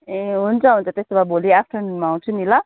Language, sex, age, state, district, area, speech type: Nepali, female, 30-45, West Bengal, Kalimpong, rural, conversation